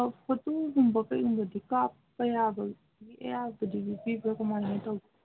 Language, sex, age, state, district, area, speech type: Manipuri, female, 18-30, Manipur, Senapati, urban, conversation